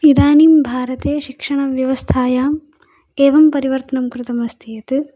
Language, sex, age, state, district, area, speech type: Sanskrit, female, 18-30, Tamil Nadu, Coimbatore, urban, spontaneous